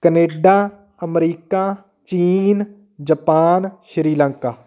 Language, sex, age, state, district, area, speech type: Punjabi, male, 30-45, Punjab, Patiala, rural, spontaneous